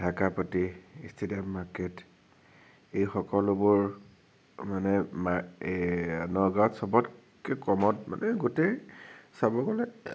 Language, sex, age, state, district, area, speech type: Assamese, male, 18-30, Assam, Nagaon, rural, spontaneous